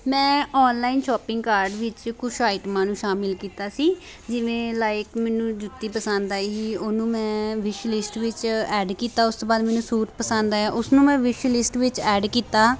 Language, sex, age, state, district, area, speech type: Punjabi, female, 18-30, Punjab, Amritsar, rural, spontaneous